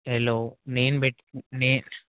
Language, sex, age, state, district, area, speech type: Telugu, male, 18-30, Telangana, Mahbubnagar, rural, conversation